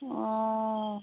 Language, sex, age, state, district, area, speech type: Assamese, female, 45-60, Assam, Golaghat, rural, conversation